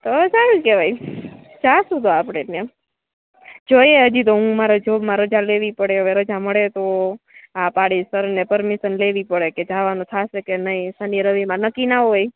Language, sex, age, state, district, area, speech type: Gujarati, female, 18-30, Gujarat, Rajkot, rural, conversation